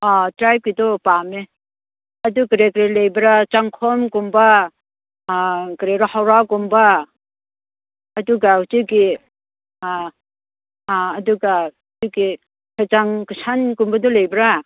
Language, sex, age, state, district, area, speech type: Manipuri, female, 60+, Manipur, Churachandpur, rural, conversation